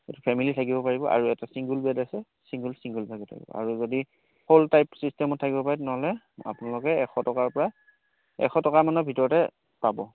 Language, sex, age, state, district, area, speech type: Assamese, male, 30-45, Assam, Sivasagar, rural, conversation